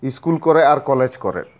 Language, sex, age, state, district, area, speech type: Santali, male, 18-30, West Bengal, Bankura, rural, spontaneous